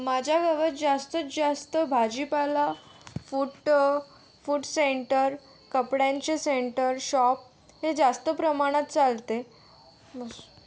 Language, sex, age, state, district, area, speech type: Marathi, female, 30-45, Maharashtra, Yavatmal, rural, spontaneous